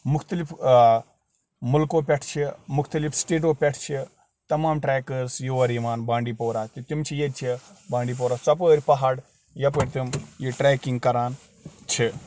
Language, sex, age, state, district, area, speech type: Kashmiri, male, 45-60, Jammu and Kashmir, Bandipora, rural, spontaneous